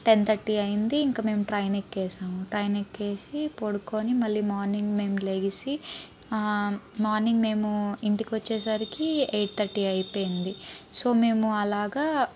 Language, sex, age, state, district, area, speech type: Telugu, female, 18-30, Andhra Pradesh, Palnadu, urban, spontaneous